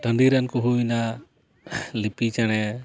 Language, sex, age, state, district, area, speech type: Santali, male, 30-45, West Bengal, Paschim Bardhaman, rural, spontaneous